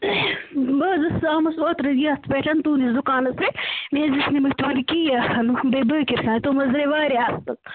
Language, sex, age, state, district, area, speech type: Kashmiri, female, 18-30, Jammu and Kashmir, Ganderbal, rural, conversation